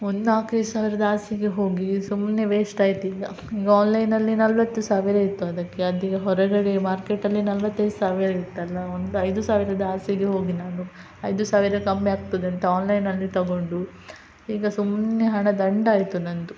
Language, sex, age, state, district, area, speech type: Kannada, female, 30-45, Karnataka, Udupi, rural, spontaneous